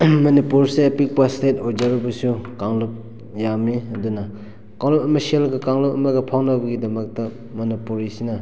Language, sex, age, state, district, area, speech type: Manipuri, male, 18-30, Manipur, Kakching, rural, spontaneous